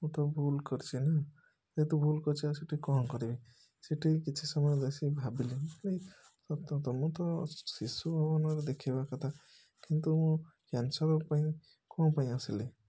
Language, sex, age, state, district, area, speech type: Odia, male, 30-45, Odisha, Puri, urban, spontaneous